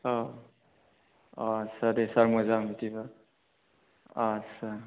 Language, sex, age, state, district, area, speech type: Bodo, male, 45-60, Assam, Chirang, urban, conversation